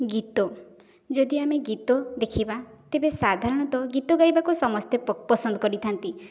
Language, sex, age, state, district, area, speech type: Odia, female, 18-30, Odisha, Mayurbhanj, rural, spontaneous